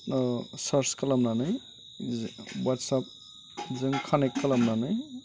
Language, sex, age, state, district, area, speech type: Bodo, male, 30-45, Assam, Chirang, rural, spontaneous